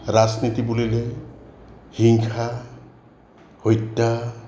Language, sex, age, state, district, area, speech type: Assamese, male, 60+, Assam, Goalpara, urban, spontaneous